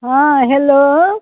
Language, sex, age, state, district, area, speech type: Maithili, female, 60+, Bihar, Muzaffarpur, rural, conversation